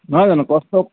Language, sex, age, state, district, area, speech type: Assamese, male, 45-60, Assam, Lakhimpur, rural, conversation